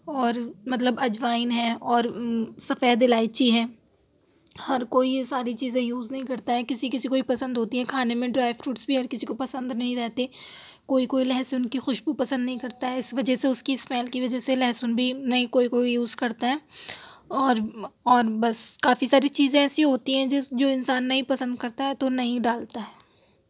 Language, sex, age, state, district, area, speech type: Urdu, female, 45-60, Uttar Pradesh, Aligarh, rural, spontaneous